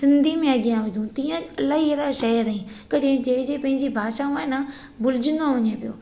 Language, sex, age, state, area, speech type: Sindhi, female, 30-45, Gujarat, urban, spontaneous